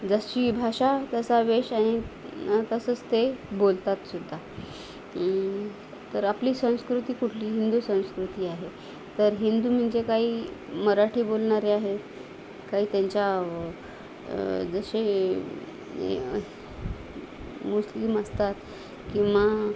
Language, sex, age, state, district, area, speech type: Marathi, female, 30-45, Maharashtra, Nanded, urban, spontaneous